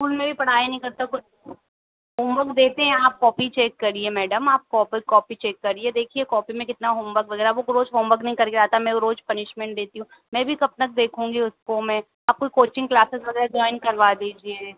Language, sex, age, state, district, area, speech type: Hindi, female, 18-30, Madhya Pradesh, Harda, urban, conversation